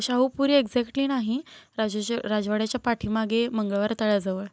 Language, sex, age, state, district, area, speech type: Marathi, female, 18-30, Maharashtra, Satara, urban, spontaneous